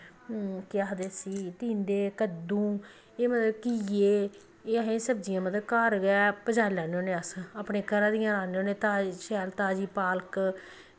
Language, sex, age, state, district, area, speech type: Dogri, female, 30-45, Jammu and Kashmir, Samba, rural, spontaneous